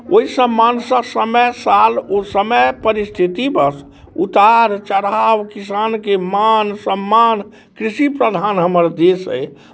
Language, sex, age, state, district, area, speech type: Maithili, male, 45-60, Bihar, Muzaffarpur, rural, spontaneous